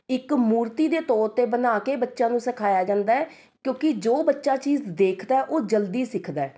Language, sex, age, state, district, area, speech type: Punjabi, female, 30-45, Punjab, Rupnagar, urban, spontaneous